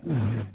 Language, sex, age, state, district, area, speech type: Bengali, male, 60+, West Bengal, Murshidabad, rural, conversation